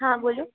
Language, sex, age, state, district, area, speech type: Gujarati, female, 18-30, Gujarat, Surat, urban, conversation